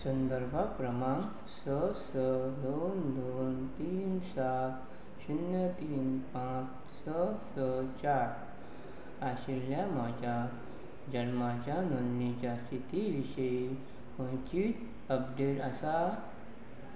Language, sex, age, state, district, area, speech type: Goan Konkani, male, 45-60, Goa, Pernem, rural, read